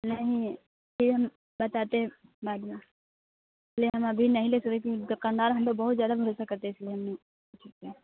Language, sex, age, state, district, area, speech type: Hindi, female, 18-30, Bihar, Muzaffarpur, rural, conversation